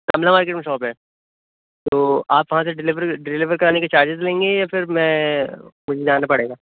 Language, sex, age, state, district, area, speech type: Urdu, male, 30-45, Uttar Pradesh, Gautam Buddha Nagar, urban, conversation